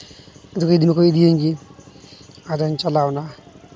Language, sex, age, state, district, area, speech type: Santali, male, 18-30, West Bengal, Uttar Dinajpur, rural, spontaneous